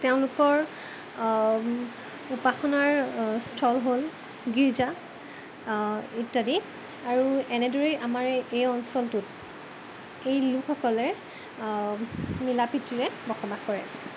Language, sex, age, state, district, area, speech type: Assamese, female, 18-30, Assam, Jorhat, urban, spontaneous